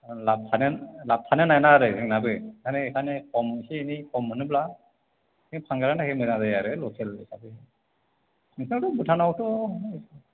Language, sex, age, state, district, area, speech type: Bodo, male, 30-45, Assam, Chirang, rural, conversation